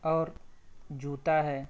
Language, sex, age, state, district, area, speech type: Urdu, male, 18-30, Bihar, Purnia, rural, spontaneous